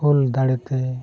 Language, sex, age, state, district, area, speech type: Santali, male, 45-60, Odisha, Mayurbhanj, rural, spontaneous